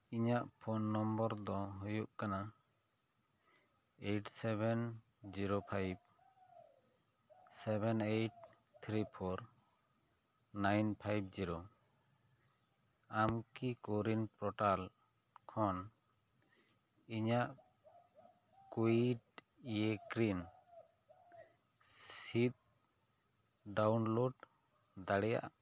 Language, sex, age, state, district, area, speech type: Santali, male, 30-45, West Bengal, Bankura, rural, read